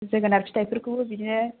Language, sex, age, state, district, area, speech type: Bodo, female, 30-45, Assam, Kokrajhar, rural, conversation